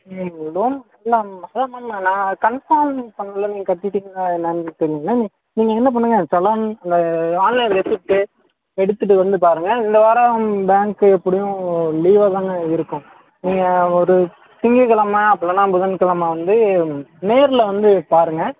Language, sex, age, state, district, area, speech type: Tamil, male, 18-30, Tamil Nadu, Madurai, rural, conversation